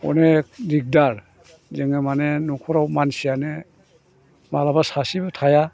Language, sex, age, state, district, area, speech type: Bodo, male, 60+, Assam, Chirang, rural, spontaneous